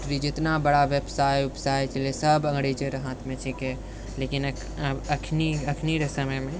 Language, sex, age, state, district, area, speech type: Maithili, male, 30-45, Bihar, Purnia, rural, spontaneous